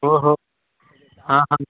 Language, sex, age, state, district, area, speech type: Telugu, male, 18-30, Andhra Pradesh, Vizianagaram, rural, conversation